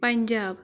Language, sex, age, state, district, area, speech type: Kashmiri, female, 30-45, Jammu and Kashmir, Pulwama, rural, spontaneous